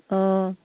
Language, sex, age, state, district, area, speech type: Assamese, female, 60+, Assam, Dibrugarh, rural, conversation